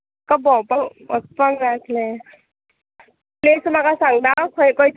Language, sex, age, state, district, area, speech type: Goan Konkani, female, 30-45, Goa, Tiswadi, rural, conversation